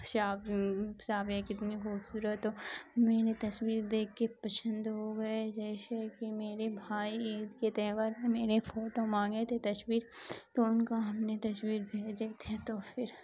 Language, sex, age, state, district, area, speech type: Urdu, female, 18-30, Bihar, Khagaria, rural, spontaneous